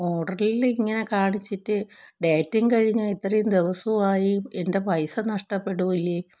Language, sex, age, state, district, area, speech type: Malayalam, female, 45-60, Kerala, Thiruvananthapuram, rural, spontaneous